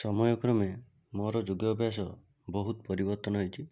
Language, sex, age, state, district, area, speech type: Odia, male, 60+, Odisha, Bhadrak, rural, spontaneous